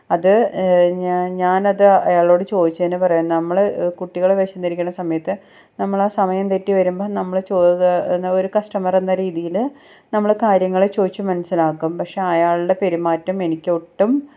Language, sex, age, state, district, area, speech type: Malayalam, female, 30-45, Kerala, Ernakulam, rural, spontaneous